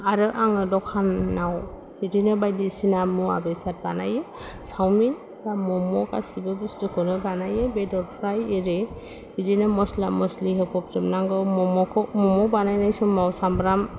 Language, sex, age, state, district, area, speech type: Bodo, female, 30-45, Assam, Chirang, urban, spontaneous